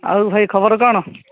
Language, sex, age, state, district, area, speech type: Odia, male, 18-30, Odisha, Jagatsinghpur, rural, conversation